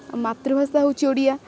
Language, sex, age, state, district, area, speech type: Odia, female, 18-30, Odisha, Kendrapara, urban, spontaneous